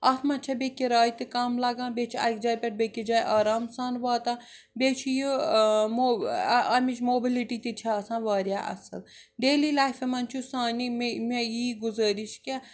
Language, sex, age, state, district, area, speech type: Kashmiri, female, 45-60, Jammu and Kashmir, Srinagar, urban, spontaneous